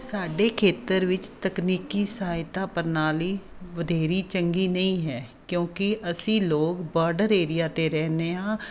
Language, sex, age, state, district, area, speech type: Punjabi, female, 45-60, Punjab, Fazilka, rural, spontaneous